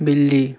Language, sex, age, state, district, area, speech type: Hindi, male, 30-45, Madhya Pradesh, Hoshangabad, urban, read